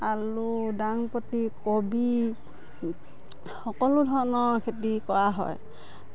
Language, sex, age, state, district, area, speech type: Assamese, female, 30-45, Assam, Dhemaji, rural, spontaneous